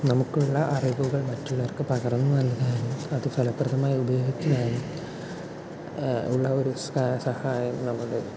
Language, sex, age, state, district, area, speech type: Malayalam, male, 18-30, Kerala, Palakkad, rural, spontaneous